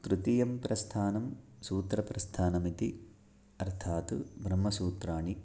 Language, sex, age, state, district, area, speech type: Sanskrit, male, 30-45, Karnataka, Chikkamagaluru, rural, spontaneous